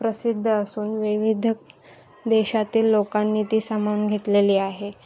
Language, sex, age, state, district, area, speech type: Marathi, female, 18-30, Maharashtra, Ratnagiri, urban, spontaneous